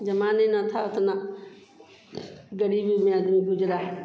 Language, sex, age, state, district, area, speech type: Hindi, female, 60+, Bihar, Vaishali, urban, spontaneous